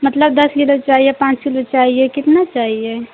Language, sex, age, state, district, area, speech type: Hindi, female, 30-45, Uttar Pradesh, Mau, rural, conversation